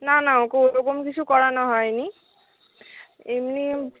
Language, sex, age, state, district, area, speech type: Bengali, female, 45-60, West Bengal, Nadia, urban, conversation